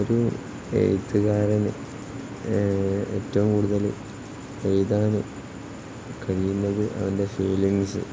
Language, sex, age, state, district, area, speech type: Malayalam, male, 18-30, Kerala, Kozhikode, rural, spontaneous